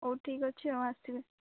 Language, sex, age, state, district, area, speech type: Odia, female, 18-30, Odisha, Balasore, rural, conversation